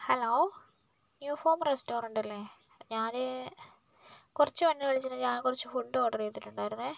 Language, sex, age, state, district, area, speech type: Malayalam, male, 30-45, Kerala, Kozhikode, urban, spontaneous